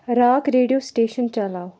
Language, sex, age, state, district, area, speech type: Kashmiri, female, 30-45, Jammu and Kashmir, Kupwara, rural, read